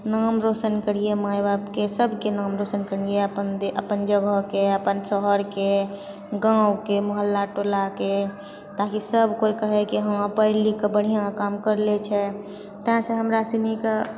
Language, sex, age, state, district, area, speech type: Maithili, female, 30-45, Bihar, Purnia, urban, spontaneous